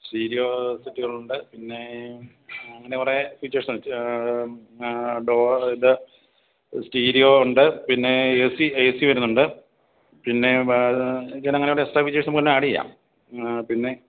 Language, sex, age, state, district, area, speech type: Malayalam, male, 45-60, Kerala, Idukki, rural, conversation